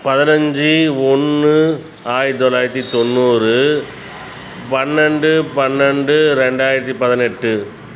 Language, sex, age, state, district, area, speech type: Tamil, male, 45-60, Tamil Nadu, Cuddalore, rural, spontaneous